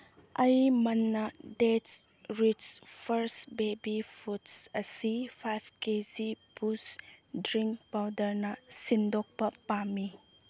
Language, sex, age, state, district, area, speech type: Manipuri, female, 18-30, Manipur, Chandel, rural, read